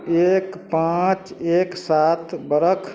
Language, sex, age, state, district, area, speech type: Maithili, male, 45-60, Bihar, Madhubani, rural, read